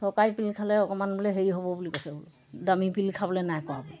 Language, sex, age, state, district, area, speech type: Assamese, female, 60+, Assam, Golaghat, rural, spontaneous